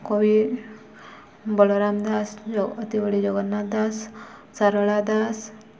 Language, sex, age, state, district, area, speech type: Odia, female, 18-30, Odisha, Subarnapur, urban, spontaneous